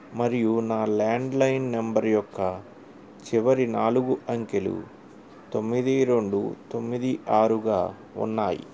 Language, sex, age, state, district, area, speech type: Telugu, male, 45-60, Andhra Pradesh, N T Rama Rao, urban, read